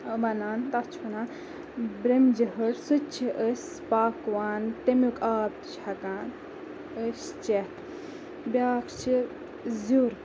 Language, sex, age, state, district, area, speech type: Kashmiri, female, 18-30, Jammu and Kashmir, Ganderbal, rural, spontaneous